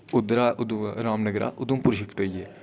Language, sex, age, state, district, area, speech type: Dogri, male, 18-30, Jammu and Kashmir, Udhampur, rural, spontaneous